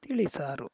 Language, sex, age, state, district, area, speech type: Kannada, male, 30-45, Karnataka, Shimoga, rural, spontaneous